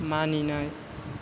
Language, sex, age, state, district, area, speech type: Bodo, female, 30-45, Assam, Chirang, rural, read